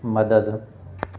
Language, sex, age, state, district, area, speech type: Sindhi, male, 45-60, Madhya Pradesh, Katni, rural, read